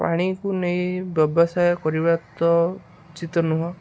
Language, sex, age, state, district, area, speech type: Odia, male, 18-30, Odisha, Ganjam, urban, spontaneous